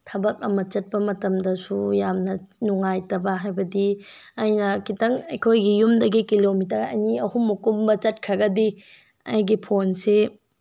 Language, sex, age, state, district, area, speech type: Manipuri, female, 18-30, Manipur, Tengnoupal, rural, spontaneous